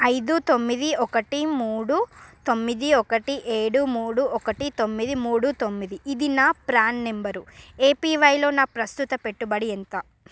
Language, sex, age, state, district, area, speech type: Telugu, female, 45-60, Andhra Pradesh, Srikakulam, rural, read